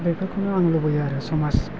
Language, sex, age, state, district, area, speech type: Bodo, male, 30-45, Assam, Chirang, rural, spontaneous